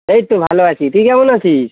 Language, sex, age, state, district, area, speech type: Bengali, male, 18-30, West Bengal, Kolkata, urban, conversation